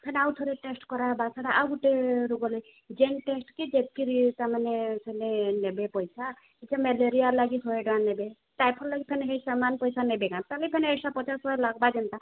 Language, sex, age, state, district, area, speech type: Odia, female, 45-60, Odisha, Sambalpur, rural, conversation